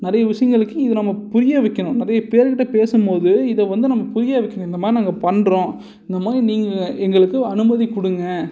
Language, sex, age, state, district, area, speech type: Tamil, male, 18-30, Tamil Nadu, Salem, urban, spontaneous